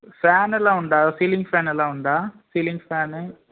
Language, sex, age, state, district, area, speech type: Tamil, male, 18-30, Tamil Nadu, Tirunelveli, rural, conversation